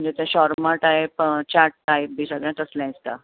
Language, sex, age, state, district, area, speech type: Goan Konkani, female, 30-45, Goa, Bardez, rural, conversation